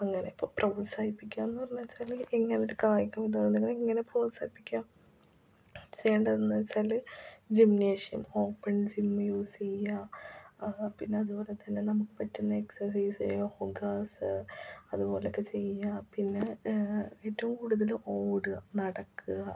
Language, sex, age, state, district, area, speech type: Malayalam, female, 18-30, Kerala, Ernakulam, rural, spontaneous